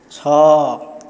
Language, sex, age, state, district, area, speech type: Odia, male, 30-45, Odisha, Boudh, rural, read